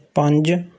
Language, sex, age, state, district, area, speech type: Punjabi, male, 30-45, Punjab, Rupnagar, rural, spontaneous